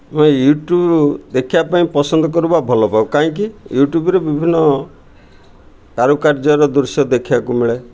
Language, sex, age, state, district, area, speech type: Odia, male, 60+, Odisha, Kendrapara, urban, spontaneous